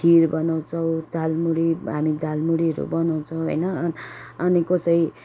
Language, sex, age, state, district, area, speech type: Nepali, female, 45-60, West Bengal, Darjeeling, rural, spontaneous